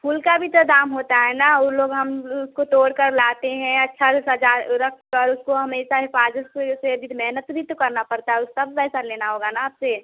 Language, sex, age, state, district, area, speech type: Hindi, female, 18-30, Bihar, Vaishali, rural, conversation